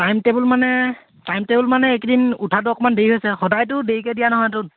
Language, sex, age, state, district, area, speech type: Assamese, male, 18-30, Assam, Sivasagar, rural, conversation